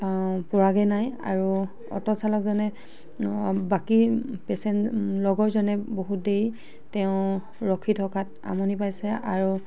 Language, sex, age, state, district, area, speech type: Assamese, female, 45-60, Assam, Charaideo, urban, spontaneous